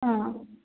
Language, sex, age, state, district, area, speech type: Kannada, female, 18-30, Karnataka, Hassan, urban, conversation